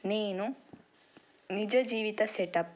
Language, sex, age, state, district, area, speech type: Telugu, female, 18-30, Telangana, Nirmal, rural, spontaneous